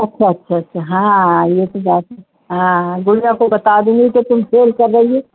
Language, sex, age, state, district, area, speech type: Urdu, female, 60+, Uttar Pradesh, Rampur, urban, conversation